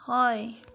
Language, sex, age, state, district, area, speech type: Assamese, female, 60+, Assam, Charaideo, urban, read